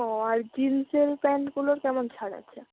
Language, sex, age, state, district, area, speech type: Bengali, female, 18-30, West Bengal, Bankura, rural, conversation